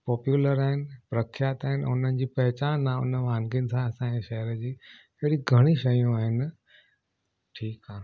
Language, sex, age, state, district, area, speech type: Sindhi, male, 45-60, Gujarat, Junagadh, urban, spontaneous